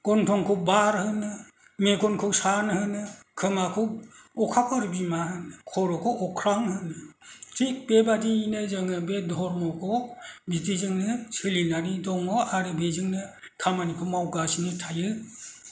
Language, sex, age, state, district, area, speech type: Bodo, male, 60+, Assam, Kokrajhar, rural, spontaneous